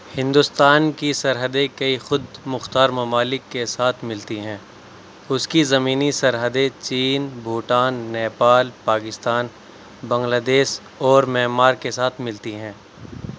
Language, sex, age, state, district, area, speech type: Urdu, male, 18-30, Delhi, South Delhi, urban, read